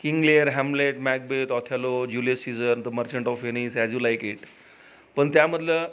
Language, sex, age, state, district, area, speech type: Marathi, male, 45-60, Maharashtra, Jalna, urban, spontaneous